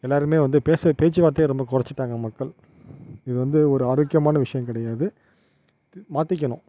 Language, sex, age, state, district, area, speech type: Tamil, male, 45-60, Tamil Nadu, Tiruvarur, rural, spontaneous